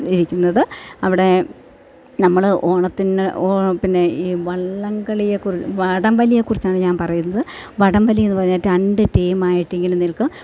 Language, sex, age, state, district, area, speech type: Malayalam, female, 45-60, Kerala, Thiruvananthapuram, rural, spontaneous